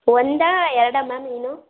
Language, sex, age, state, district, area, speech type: Kannada, female, 18-30, Karnataka, Hassan, urban, conversation